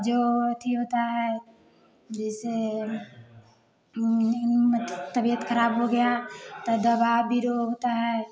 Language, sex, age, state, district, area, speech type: Hindi, female, 18-30, Bihar, Samastipur, rural, spontaneous